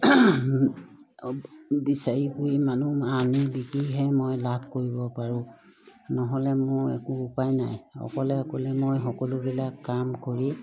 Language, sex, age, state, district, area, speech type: Assamese, female, 60+, Assam, Charaideo, rural, spontaneous